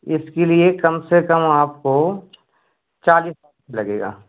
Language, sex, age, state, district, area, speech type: Hindi, male, 30-45, Madhya Pradesh, Seoni, urban, conversation